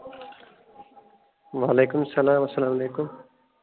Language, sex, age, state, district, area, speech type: Kashmiri, male, 30-45, Jammu and Kashmir, Baramulla, rural, conversation